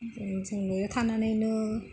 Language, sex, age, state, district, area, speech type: Bodo, female, 30-45, Assam, Goalpara, rural, spontaneous